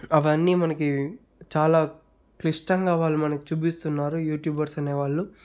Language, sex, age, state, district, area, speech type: Telugu, male, 30-45, Andhra Pradesh, Chittoor, rural, spontaneous